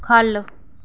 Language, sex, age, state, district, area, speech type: Dogri, female, 18-30, Jammu and Kashmir, Reasi, rural, read